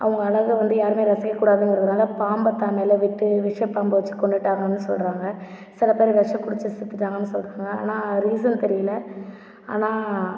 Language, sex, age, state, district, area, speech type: Tamil, female, 18-30, Tamil Nadu, Ariyalur, rural, spontaneous